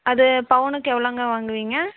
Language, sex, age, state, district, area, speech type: Tamil, female, 18-30, Tamil Nadu, Erode, rural, conversation